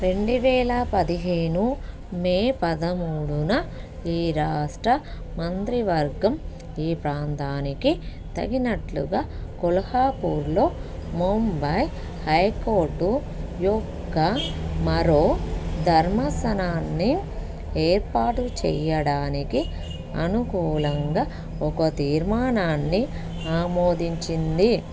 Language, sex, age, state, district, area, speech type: Telugu, female, 30-45, Telangana, Peddapalli, rural, read